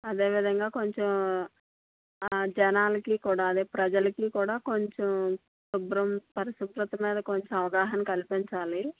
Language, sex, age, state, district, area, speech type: Telugu, female, 45-60, Telangana, Mancherial, rural, conversation